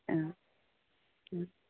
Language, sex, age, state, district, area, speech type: Assamese, female, 45-60, Assam, Udalguri, rural, conversation